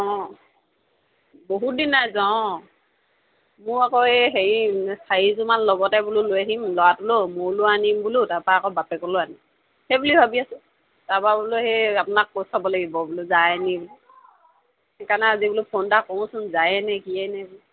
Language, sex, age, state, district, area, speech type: Assamese, female, 18-30, Assam, Sivasagar, rural, conversation